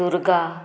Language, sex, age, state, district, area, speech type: Goan Konkani, female, 45-60, Goa, Murmgao, rural, spontaneous